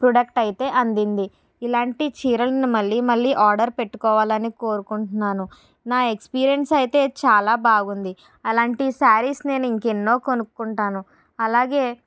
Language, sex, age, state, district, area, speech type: Telugu, female, 45-60, Andhra Pradesh, Kakinada, urban, spontaneous